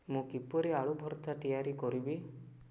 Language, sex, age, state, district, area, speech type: Odia, male, 18-30, Odisha, Rayagada, urban, read